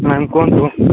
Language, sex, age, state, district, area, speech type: Odia, male, 18-30, Odisha, Nabarangpur, urban, conversation